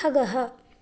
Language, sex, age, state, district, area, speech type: Sanskrit, female, 18-30, Karnataka, Bagalkot, rural, read